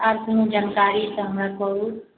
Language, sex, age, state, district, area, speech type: Maithili, male, 45-60, Bihar, Sitamarhi, urban, conversation